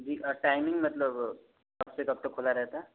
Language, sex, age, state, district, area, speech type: Hindi, male, 18-30, Uttar Pradesh, Sonbhadra, rural, conversation